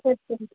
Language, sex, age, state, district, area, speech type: Tamil, female, 30-45, Tamil Nadu, Madurai, urban, conversation